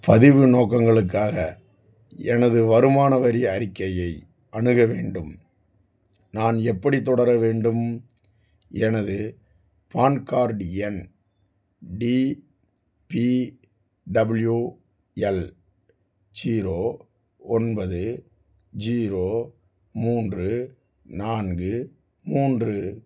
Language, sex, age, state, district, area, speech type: Tamil, male, 45-60, Tamil Nadu, Theni, rural, read